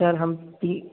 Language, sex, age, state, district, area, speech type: Hindi, male, 18-30, Uttar Pradesh, Prayagraj, rural, conversation